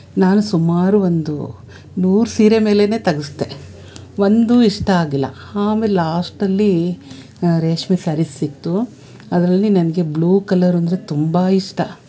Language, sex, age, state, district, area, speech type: Kannada, female, 45-60, Karnataka, Bangalore Urban, urban, spontaneous